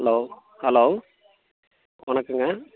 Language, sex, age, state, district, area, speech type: Tamil, male, 30-45, Tamil Nadu, Coimbatore, rural, conversation